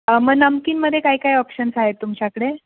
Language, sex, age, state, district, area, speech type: Marathi, female, 18-30, Maharashtra, Ratnagiri, urban, conversation